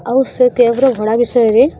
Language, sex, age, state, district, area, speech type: Odia, female, 18-30, Odisha, Subarnapur, urban, spontaneous